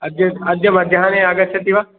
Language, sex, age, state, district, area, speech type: Sanskrit, male, 45-60, Uttar Pradesh, Prayagraj, urban, conversation